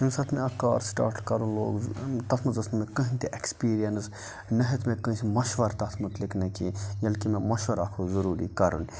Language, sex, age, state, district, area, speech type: Kashmiri, male, 30-45, Jammu and Kashmir, Budgam, rural, spontaneous